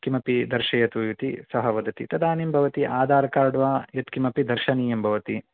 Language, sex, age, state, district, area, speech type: Sanskrit, male, 18-30, Karnataka, Uttara Kannada, rural, conversation